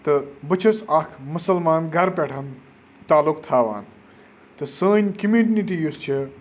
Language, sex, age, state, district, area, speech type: Kashmiri, male, 30-45, Jammu and Kashmir, Kupwara, rural, spontaneous